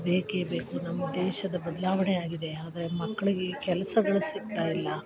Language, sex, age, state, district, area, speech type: Kannada, female, 45-60, Karnataka, Chikkamagaluru, rural, spontaneous